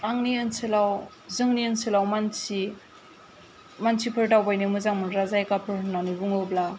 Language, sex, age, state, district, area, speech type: Bodo, female, 18-30, Assam, Kokrajhar, urban, spontaneous